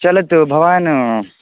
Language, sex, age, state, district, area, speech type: Sanskrit, male, 18-30, Bihar, East Champaran, urban, conversation